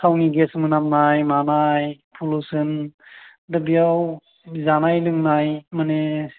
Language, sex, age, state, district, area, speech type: Bodo, male, 45-60, Assam, Chirang, rural, conversation